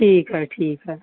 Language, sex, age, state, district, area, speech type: Urdu, female, 60+, Uttar Pradesh, Rampur, urban, conversation